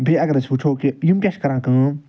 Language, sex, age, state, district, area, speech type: Kashmiri, male, 45-60, Jammu and Kashmir, Srinagar, urban, spontaneous